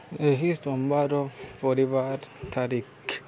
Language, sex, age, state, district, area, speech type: Odia, male, 18-30, Odisha, Subarnapur, urban, read